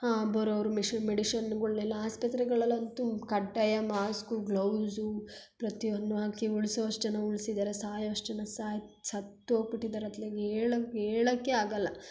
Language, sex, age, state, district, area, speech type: Kannada, female, 18-30, Karnataka, Hassan, urban, spontaneous